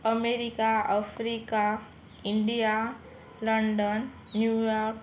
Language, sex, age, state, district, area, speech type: Marathi, female, 18-30, Maharashtra, Yavatmal, rural, spontaneous